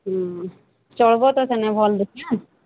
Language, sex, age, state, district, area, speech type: Odia, male, 18-30, Odisha, Sambalpur, rural, conversation